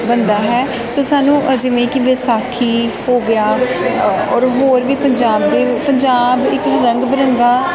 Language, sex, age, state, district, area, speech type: Punjabi, female, 18-30, Punjab, Gurdaspur, rural, spontaneous